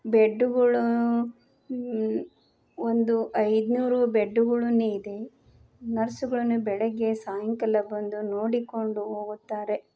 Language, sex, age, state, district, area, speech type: Kannada, female, 30-45, Karnataka, Koppal, urban, spontaneous